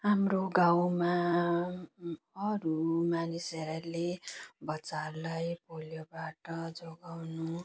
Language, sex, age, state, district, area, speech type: Nepali, female, 30-45, West Bengal, Jalpaiguri, rural, spontaneous